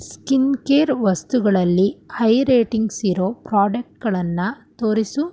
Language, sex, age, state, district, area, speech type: Kannada, female, 30-45, Karnataka, Mandya, rural, read